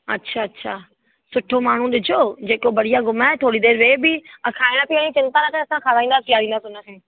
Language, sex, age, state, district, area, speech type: Sindhi, female, 30-45, Uttar Pradesh, Lucknow, rural, conversation